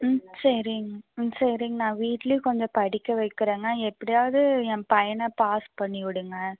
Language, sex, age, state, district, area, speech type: Tamil, female, 18-30, Tamil Nadu, Tiruppur, rural, conversation